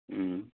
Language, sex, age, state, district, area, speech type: Bodo, male, 30-45, Assam, Kokrajhar, rural, conversation